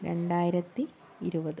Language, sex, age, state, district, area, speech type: Malayalam, female, 45-60, Kerala, Wayanad, rural, spontaneous